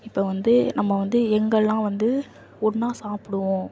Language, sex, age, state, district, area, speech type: Tamil, female, 18-30, Tamil Nadu, Nagapattinam, rural, spontaneous